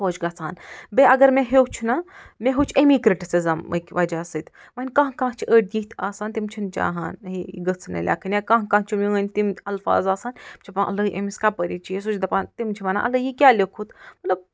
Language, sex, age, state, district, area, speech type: Kashmiri, female, 45-60, Jammu and Kashmir, Budgam, rural, spontaneous